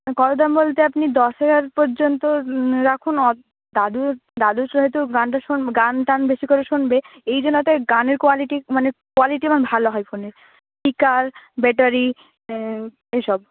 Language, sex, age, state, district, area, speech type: Bengali, female, 18-30, West Bengal, Purba Medinipur, rural, conversation